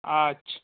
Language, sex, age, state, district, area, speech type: Bengali, male, 60+, West Bengal, South 24 Parganas, rural, conversation